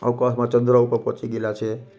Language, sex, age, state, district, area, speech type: Gujarati, male, 45-60, Gujarat, Rajkot, rural, spontaneous